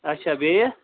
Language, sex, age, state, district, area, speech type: Kashmiri, male, 30-45, Jammu and Kashmir, Anantnag, rural, conversation